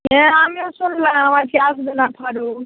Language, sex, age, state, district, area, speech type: Bengali, female, 18-30, West Bengal, Murshidabad, rural, conversation